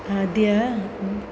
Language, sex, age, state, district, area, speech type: Sanskrit, female, 45-60, Tamil Nadu, Chennai, urban, spontaneous